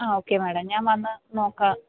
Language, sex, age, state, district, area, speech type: Malayalam, female, 18-30, Kerala, Idukki, rural, conversation